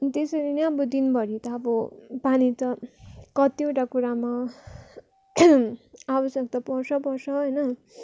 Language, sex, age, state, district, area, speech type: Nepali, female, 30-45, West Bengal, Darjeeling, rural, spontaneous